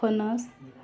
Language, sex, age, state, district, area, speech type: Marathi, female, 18-30, Maharashtra, Beed, rural, spontaneous